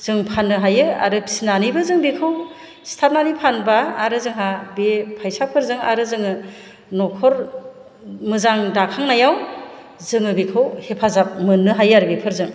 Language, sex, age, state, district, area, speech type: Bodo, female, 45-60, Assam, Chirang, rural, spontaneous